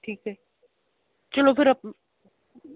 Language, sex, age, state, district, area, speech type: Punjabi, male, 18-30, Punjab, Muktsar, urban, conversation